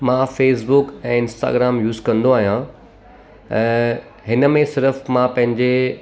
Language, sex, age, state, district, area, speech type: Sindhi, male, 30-45, Gujarat, Surat, urban, spontaneous